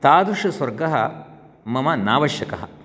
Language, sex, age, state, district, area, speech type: Sanskrit, male, 60+, Karnataka, Shimoga, urban, spontaneous